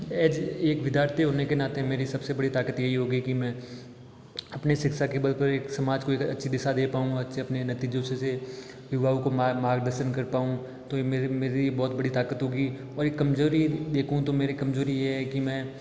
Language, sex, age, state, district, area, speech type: Hindi, male, 18-30, Rajasthan, Jodhpur, urban, spontaneous